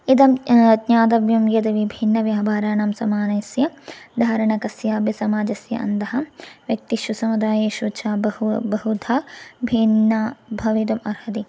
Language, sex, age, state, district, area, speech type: Sanskrit, female, 18-30, Kerala, Thrissur, rural, spontaneous